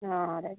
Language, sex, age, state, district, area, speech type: Malayalam, female, 60+, Kerala, Palakkad, rural, conversation